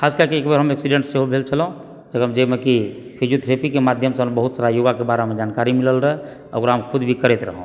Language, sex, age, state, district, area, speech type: Maithili, female, 30-45, Bihar, Supaul, rural, spontaneous